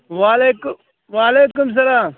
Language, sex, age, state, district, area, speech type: Kashmiri, male, 18-30, Jammu and Kashmir, Kulgam, rural, conversation